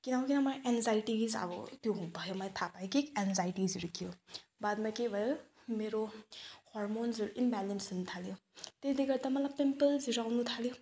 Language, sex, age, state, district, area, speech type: Nepali, female, 30-45, West Bengal, Alipurduar, urban, spontaneous